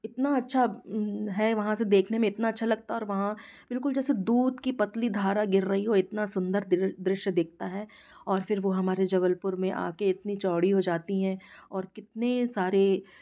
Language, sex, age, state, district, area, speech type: Hindi, female, 45-60, Madhya Pradesh, Jabalpur, urban, spontaneous